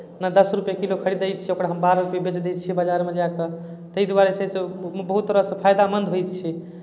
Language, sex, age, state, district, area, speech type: Maithili, male, 18-30, Bihar, Darbhanga, urban, spontaneous